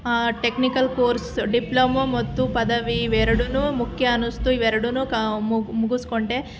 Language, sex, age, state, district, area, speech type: Kannada, female, 18-30, Karnataka, Chitradurga, urban, spontaneous